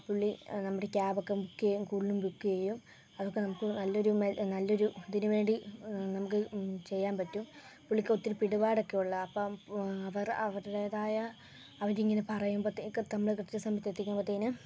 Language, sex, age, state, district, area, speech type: Malayalam, female, 18-30, Kerala, Kottayam, rural, spontaneous